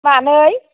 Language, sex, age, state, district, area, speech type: Bodo, female, 60+, Assam, Kokrajhar, rural, conversation